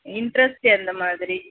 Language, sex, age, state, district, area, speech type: Tamil, female, 30-45, Tamil Nadu, Dharmapuri, rural, conversation